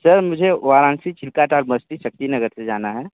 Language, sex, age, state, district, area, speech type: Hindi, male, 18-30, Uttar Pradesh, Sonbhadra, rural, conversation